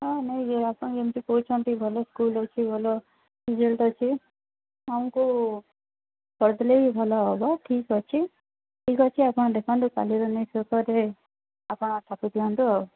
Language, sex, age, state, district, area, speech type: Odia, female, 18-30, Odisha, Sundergarh, urban, conversation